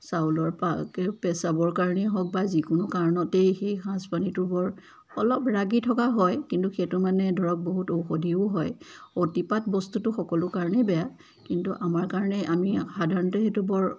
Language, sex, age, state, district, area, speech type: Assamese, female, 30-45, Assam, Charaideo, urban, spontaneous